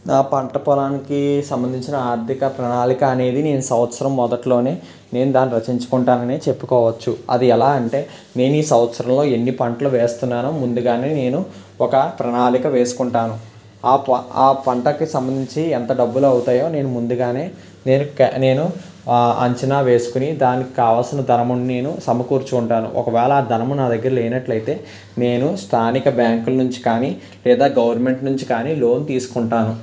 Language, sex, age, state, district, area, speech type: Telugu, male, 18-30, Andhra Pradesh, Palnadu, urban, spontaneous